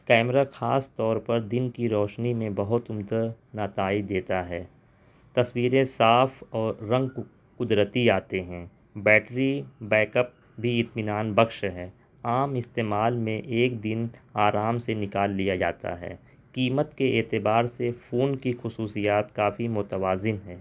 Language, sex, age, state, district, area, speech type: Urdu, male, 30-45, Delhi, North East Delhi, urban, spontaneous